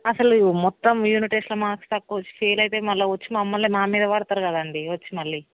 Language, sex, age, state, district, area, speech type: Telugu, female, 45-60, Telangana, Hyderabad, urban, conversation